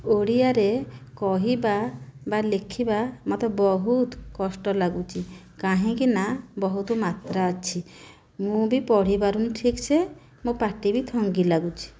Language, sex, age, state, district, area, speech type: Odia, female, 45-60, Odisha, Nayagarh, rural, spontaneous